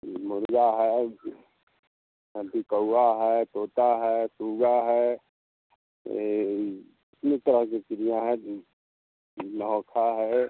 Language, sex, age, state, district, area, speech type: Hindi, male, 60+, Bihar, Samastipur, urban, conversation